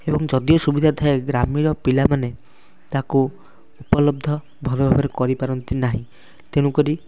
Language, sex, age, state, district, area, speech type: Odia, male, 18-30, Odisha, Kendrapara, urban, spontaneous